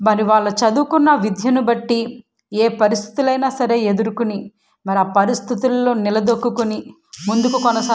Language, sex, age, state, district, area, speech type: Telugu, female, 18-30, Andhra Pradesh, Guntur, rural, spontaneous